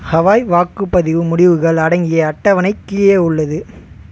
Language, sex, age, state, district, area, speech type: Tamil, male, 18-30, Tamil Nadu, Chengalpattu, rural, read